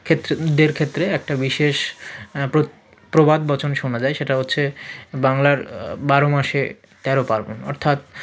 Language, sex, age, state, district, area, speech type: Bengali, male, 45-60, West Bengal, South 24 Parganas, rural, spontaneous